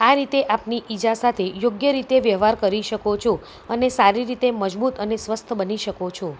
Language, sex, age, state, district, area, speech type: Gujarati, female, 30-45, Gujarat, Kheda, rural, spontaneous